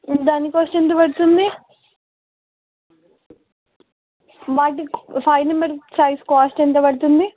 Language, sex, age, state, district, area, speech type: Telugu, female, 30-45, Telangana, Siddipet, urban, conversation